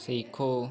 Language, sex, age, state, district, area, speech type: Hindi, male, 18-30, Uttar Pradesh, Chandauli, rural, read